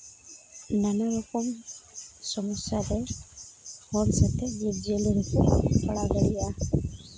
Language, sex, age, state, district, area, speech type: Santali, female, 18-30, West Bengal, Uttar Dinajpur, rural, spontaneous